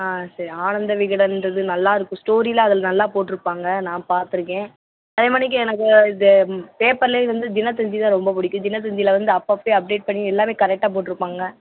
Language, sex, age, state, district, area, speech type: Tamil, female, 18-30, Tamil Nadu, Madurai, urban, conversation